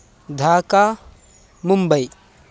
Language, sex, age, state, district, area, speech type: Sanskrit, male, 18-30, Karnataka, Mysore, rural, spontaneous